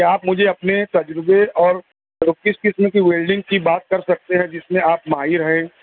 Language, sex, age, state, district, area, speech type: Urdu, male, 45-60, Maharashtra, Nashik, urban, conversation